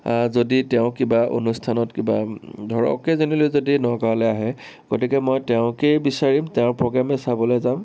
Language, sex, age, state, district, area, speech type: Assamese, male, 18-30, Assam, Nagaon, rural, spontaneous